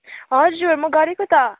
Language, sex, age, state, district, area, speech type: Nepali, female, 18-30, West Bengal, Kalimpong, rural, conversation